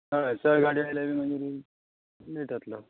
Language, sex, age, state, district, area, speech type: Goan Konkani, male, 30-45, Goa, Quepem, rural, conversation